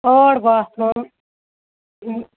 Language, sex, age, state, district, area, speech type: Kashmiri, female, 30-45, Jammu and Kashmir, Ganderbal, rural, conversation